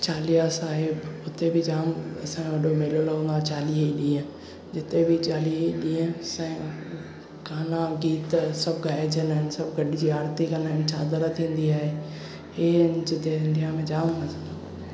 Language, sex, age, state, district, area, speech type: Sindhi, male, 18-30, Maharashtra, Thane, urban, spontaneous